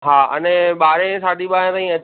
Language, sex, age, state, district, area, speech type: Sindhi, male, 30-45, Maharashtra, Thane, urban, conversation